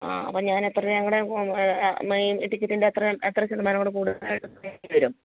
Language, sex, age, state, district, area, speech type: Malayalam, female, 45-60, Kerala, Idukki, rural, conversation